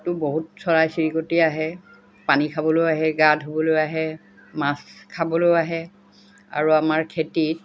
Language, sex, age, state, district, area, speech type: Assamese, female, 60+, Assam, Golaghat, rural, spontaneous